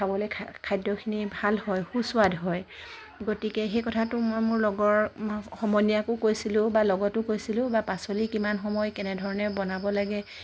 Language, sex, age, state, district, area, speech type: Assamese, female, 45-60, Assam, Charaideo, urban, spontaneous